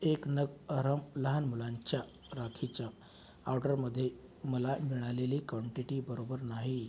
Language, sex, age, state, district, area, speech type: Marathi, male, 45-60, Maharashtra, Akola, urban, read